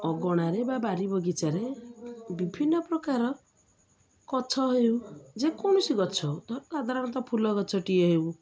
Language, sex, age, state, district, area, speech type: Odia, female, 30-45, Odisha, Jagatsinghpur, urban, spontaneous